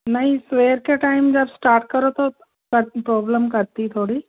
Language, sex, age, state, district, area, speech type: Hindi, female, 60+, Madhya Pradesh, Jabalpur, urban, conversation